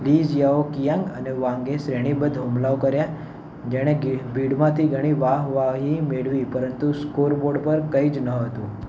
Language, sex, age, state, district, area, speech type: Gujarati, male, 18-30, Gujarat, Ahmedabad, urban, read